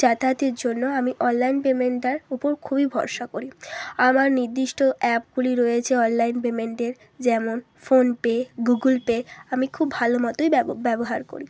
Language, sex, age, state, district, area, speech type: Bengali, female, 30-45, West Bengal, Hooghly, urban, spontaneous